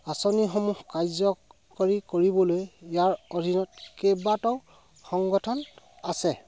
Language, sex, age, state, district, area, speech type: Assamese, male, 30-45, Assam, Sivasagar, rural, spontaneous